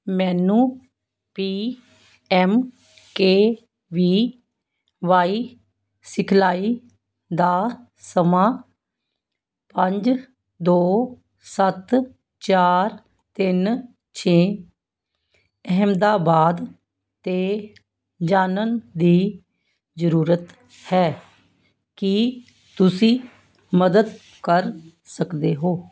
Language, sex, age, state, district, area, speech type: Punjabi, female, 60+, Punjab, Fazilka, rural, read